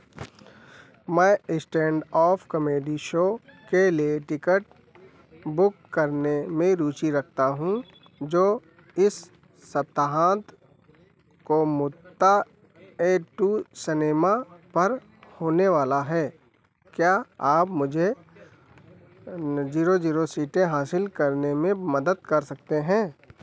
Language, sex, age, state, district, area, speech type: Hindi, male, 45-60, Uttar Pradesh, Sitapur, rural, read